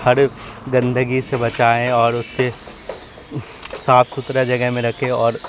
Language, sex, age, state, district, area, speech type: Urdu, male, 30-45, Bihar, Supaul, urban, spontaneous